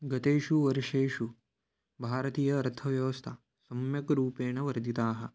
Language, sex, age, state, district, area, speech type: Sanskrit, male, 18-30, Maharashtra, Chandrapur, rural, spontaneous